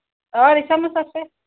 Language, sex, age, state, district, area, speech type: Assamese, female, 45-60, Assam, Kamrup Metropolitan, urban, conversation